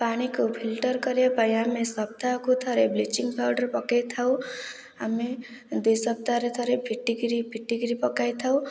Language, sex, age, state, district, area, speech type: Odia, female, 18-30, Odisha, Kendrapara, urban, spontaneous